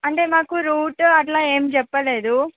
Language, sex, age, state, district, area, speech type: Telugu, female, 18-30, Andhra Pradesh, Visakhapatnam, urban, conversation